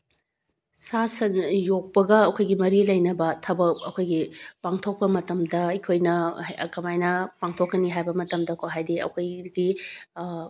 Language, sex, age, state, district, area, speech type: Manipuri, female, 30-45, Manipur, Bishnupur, rural, spontaneous